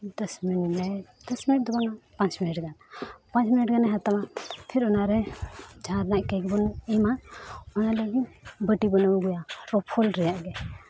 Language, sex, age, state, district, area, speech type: Santali, female, 18-30, Jharkhand, Seraikela Kharsawan, rural, spontaneous